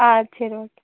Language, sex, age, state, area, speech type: Tamil, female, 18-30, Tamil Nadu, urban, conversation